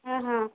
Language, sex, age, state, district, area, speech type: Kannada, female, 30-45, Karnataka, Gulbarga, urban, conversation